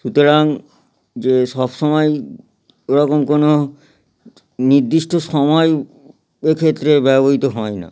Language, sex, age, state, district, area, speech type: Bengali, male, 30-45, West Bengal, Howrah, urban, spontaneous